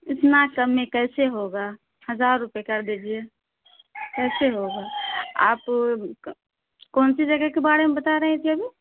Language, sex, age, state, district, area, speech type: Urdu, female, 30-45, Bihar, Saharsa, rural, conversation